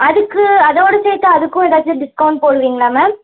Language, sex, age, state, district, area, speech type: Tamil, female, 18-30, Tamil Nadu, Ariyalur, rural, conversation